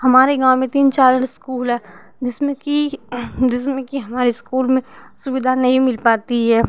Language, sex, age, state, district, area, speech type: Hindi, female, 18-30, Uttar Pradesh, Ghazipur, rural, spontaneous